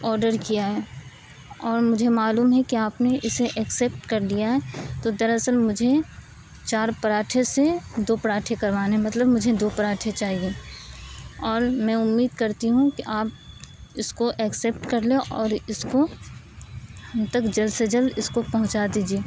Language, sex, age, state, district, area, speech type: Urdu, female, 30-45, Uttar Pradesh, Aligarh, rural, spontaneous